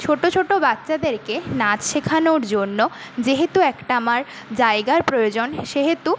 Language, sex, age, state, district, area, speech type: Bengali, female, 18-30, West Bengal, Paschim Medinipur, rural, spontaneous